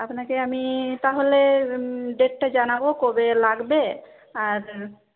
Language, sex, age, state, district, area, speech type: Bengali, female, 30-45, West Bengal, Jhargram, rural, conversation